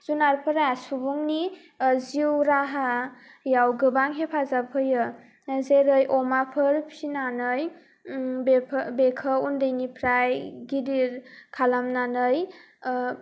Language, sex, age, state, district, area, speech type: Bodo, female, 18-30, Assam, Kokrajhar, rural, spontaneous